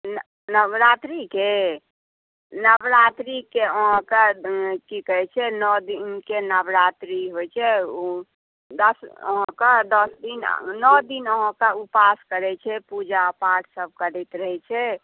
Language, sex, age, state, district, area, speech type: Maithili, female, 60+, Bihar, Saharsa, rural, conversation